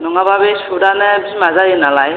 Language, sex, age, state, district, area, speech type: Bodo, female, 60+, Assam, Chirang, rural, conversation